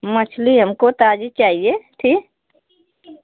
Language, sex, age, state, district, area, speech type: Hindi, female, 60+, Uttar Pradesh, Azamgarh, urban, conversation